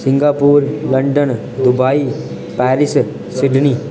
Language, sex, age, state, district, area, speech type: Dogri, male, 18-30, Jammu and Kashmir, Udhampur, rural, spontaneous